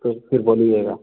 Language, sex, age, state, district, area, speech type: Hindi, male, 18-30, Bihar, Begusarai, rural, conversation